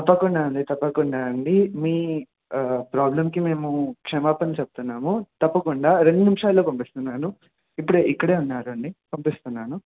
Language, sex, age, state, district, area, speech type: Telugu, male, 18-30, Telangana, Mahabubabad, urban, conversation